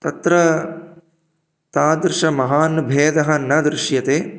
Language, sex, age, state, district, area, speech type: Sanskrit, male, 18-30, Karnataka, Chikkamagaluru, rural, spontaneous